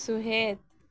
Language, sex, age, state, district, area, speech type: Santali, female, 18-30, West Bengal, Birbhum, rural, read